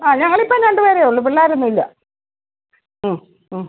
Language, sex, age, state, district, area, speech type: Malayalam, female, 45-60, Kerala, Pathanamthitta, urban, conversation